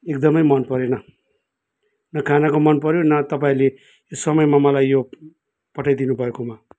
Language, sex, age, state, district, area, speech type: Nepali, male, 45-60, West Bengal, Kalimpong, rural, spontaneous